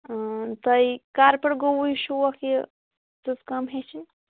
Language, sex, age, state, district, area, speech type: Kashmiri, female, 18-30, Jammu and Kashmir, Kulgam, rural, conversation